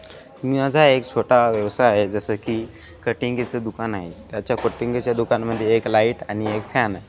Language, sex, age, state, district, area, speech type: Marathi, male, 18-30, Maharashtra, Hingoli, urban, spontaneous